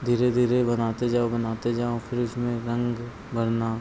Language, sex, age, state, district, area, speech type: Hindi, male, 30-45, Madhya Pradesh, Harda, urban, spontaneous